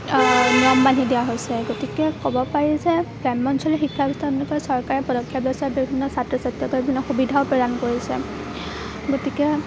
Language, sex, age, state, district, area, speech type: Assamese, female, 18-30, Assam, Kamrup Metropolitan, rural, spontaneous